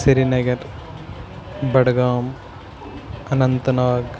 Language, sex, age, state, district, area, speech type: Kashmiri, male, 18-30, Jammu and Kashmir, Baramulla, rural, spontaneous